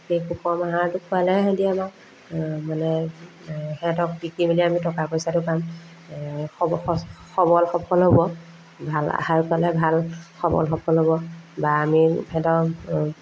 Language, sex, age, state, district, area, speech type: Assamese, female, 30-45, Assam, Majuli, urban, spontaneous